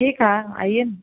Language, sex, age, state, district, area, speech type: Hindi, female, 60+, Bihar, Madhepura, rural, conversation